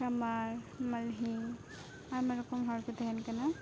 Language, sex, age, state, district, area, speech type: Santali, female, 18-30, West Bengal, Uttar Dinajpur, rural, spontaneous